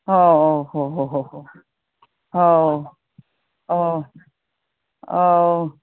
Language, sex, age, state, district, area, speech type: Manipuri, female, 60+, Manipur, Imphal East, rural, conversation